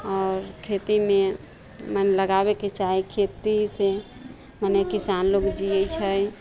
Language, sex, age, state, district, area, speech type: Maithili, female, 30-45, Bihar, Sitamarhi, rural, spontaneous